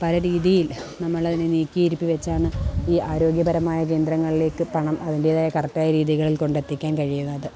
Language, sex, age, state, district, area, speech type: Malayalam, female, 18-30, Kerala, Kollam, urban, spontaneous